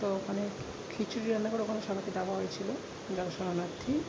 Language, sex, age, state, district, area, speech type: Bengali, male, 18-30, West Bengal, South 24 Parganas, urban, spontaneous